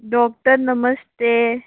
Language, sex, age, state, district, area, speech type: Hindi, male, 45-60, Rajasthan, Jaipur, urban, conversation